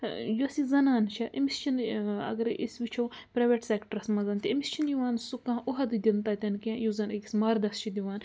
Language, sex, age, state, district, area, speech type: Kashmiri, female, 30-45, Jammu and Kashmir, Budgam, rural, spontaneous